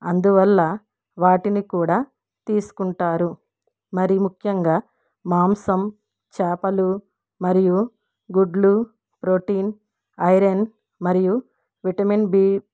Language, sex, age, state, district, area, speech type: Telugu, female, 60+, Andhra Pradesh, East Godavari, rural, spontaneous